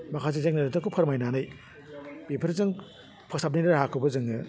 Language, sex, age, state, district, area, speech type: Bodo, male, 60+, Assam, Udalguri, urban, spontaneous